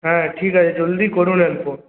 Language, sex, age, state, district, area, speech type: Bengali, male, 30-45, West Bengal, Purulia, urban, conversation